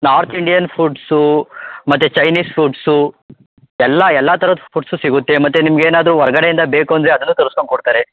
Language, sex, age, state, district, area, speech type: Kannada, male, 18-30, Karnataka, Tumkur, urban, conversation